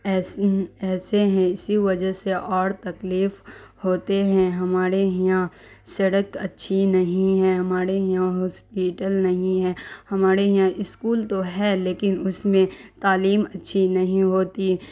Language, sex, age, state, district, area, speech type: Urdu, female, 30-45, Bihar, Darbhanga, rural, spontaneous